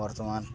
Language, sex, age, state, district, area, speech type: Odia, male, 18-30, Odisha, Malkangiri, urban, spontaneous